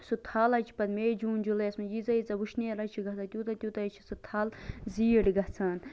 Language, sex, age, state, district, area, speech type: Kashmiri, female, 30-45, Jammu and Kashmir, Bandipora, rural, spontaneous